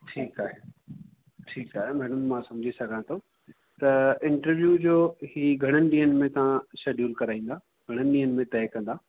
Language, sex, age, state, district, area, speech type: Sindhi, male, 30-45, Rajasthan, Ajmer, urban, conversation